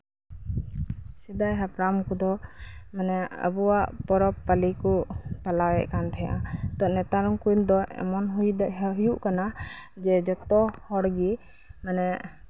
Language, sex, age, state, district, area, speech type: Santali, female, 18-30, West Bengal, Birbhum, rural, spontaneous